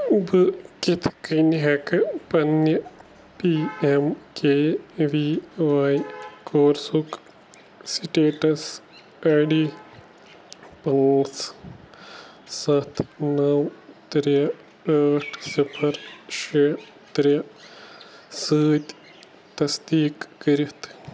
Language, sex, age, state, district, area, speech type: Kashmiri, male, 30-45, Jammu and Kashmir, Bandipora, rural, read